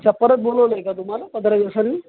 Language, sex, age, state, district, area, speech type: Marathi, male, 30-45, Maharashtra, Nanded, urban, conversation